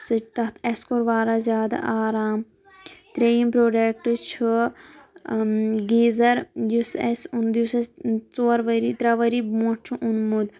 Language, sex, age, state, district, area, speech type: Kashmiri, female, 18-30, Jammu and Kashmir, Kulgam, rural, spontaneous